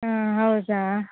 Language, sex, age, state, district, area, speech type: Kannada, female, 18-30, Karnataka, Udupi, urban, conversation